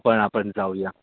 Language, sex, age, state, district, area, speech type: Marathi, male, 30-45, Maharashtra, Yavatmal, urban, conversation